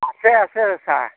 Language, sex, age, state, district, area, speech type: Assamese, male, 60+, Assam, Dhemaji, rural, conversation